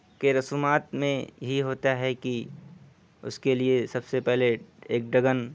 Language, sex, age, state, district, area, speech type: Urdu, male, 18-30, Uttar Pradesh, Siddharthnagar, rural, spontaneous